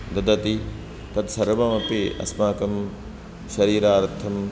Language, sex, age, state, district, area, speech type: Sanskrit, male, 30-45, Karnataka, Dakshina Kannada, rural, spontaneous